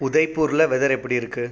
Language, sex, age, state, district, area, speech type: Tamil, male, 18-30, Tamil Nadu, Pudukkottai, rural, read